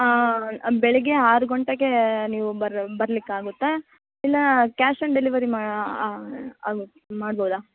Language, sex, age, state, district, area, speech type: Kannada, female, 18-30, Karnataka, Bellary, rural, conversation